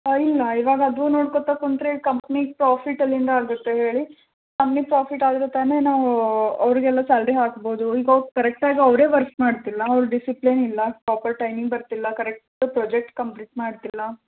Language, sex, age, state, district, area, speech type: Kannada, female, 18-30, Karnataka, Bidar, urban, conversation